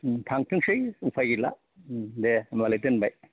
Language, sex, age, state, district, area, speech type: Bodo, male, 60+, Assam, Kokrajhar, rural, conversation